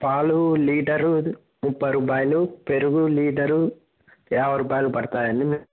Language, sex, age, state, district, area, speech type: Telugu, female, 45-60, Andhra Pradesh, Kadapa, rural, conversation